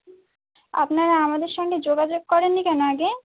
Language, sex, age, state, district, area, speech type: Bengali, female, 18-30, West Bengal, Birbhum, urban, conversation